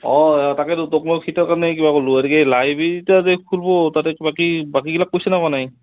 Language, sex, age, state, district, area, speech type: Assamese, male, 30-45, Assam, Goalpara, rural, conversation